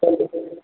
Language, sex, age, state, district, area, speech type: Hindi, male, 18-30, Uttar Pradesh, Jaunpur, urban, conversation